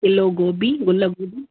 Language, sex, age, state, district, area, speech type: Sindhi, female, 45-60, Gujarat, Kutch, rural, conversation